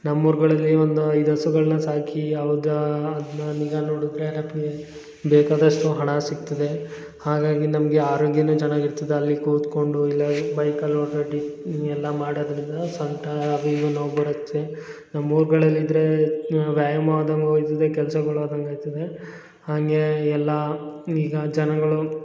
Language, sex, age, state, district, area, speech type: Kannada, male, 18-30, Karnataka, Hassan, rural, spontaneous